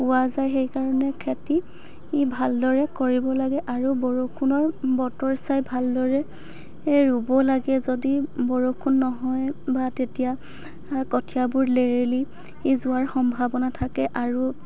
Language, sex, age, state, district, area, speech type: Assamese, female, 45-60, Assam, Dhemaji, rural, spontaneous